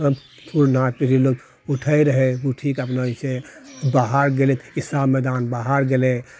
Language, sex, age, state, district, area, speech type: Maithili, male, 60+, Bihar, Purnia, rural, spontaneous